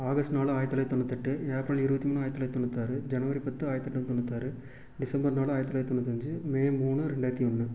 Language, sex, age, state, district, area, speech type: Tamil, male, 18-30, Tamil Nadu, Erode, rural, spontaneous